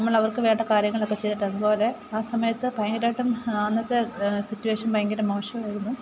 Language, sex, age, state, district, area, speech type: Malayalam, female, 30-45, Kerala, Alappuzha, rural, spontaneous